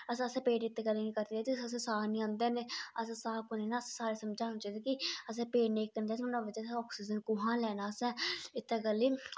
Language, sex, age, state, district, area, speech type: Dogri, female, 30-45, Jammu and Kashmir, Udhampur, urban, spontaneous